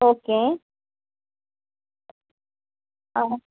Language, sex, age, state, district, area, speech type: Tamil, female, 18-30, Tamil Nadu, Kanyakumari, rural, conversation